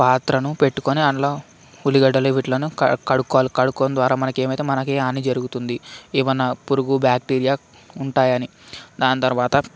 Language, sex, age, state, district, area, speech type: Telugu, male, 18-30, Telangana, Vikarabad, urban, spontaneous